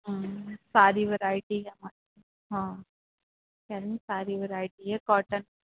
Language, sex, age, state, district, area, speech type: Urdu, female, 45-60, Uttar Pradesh, Rampur, urban, conversation